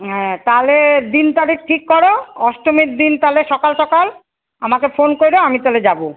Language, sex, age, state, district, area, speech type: Bengali, female, 30-45, West Bengal, Alipurduar, rural, conversation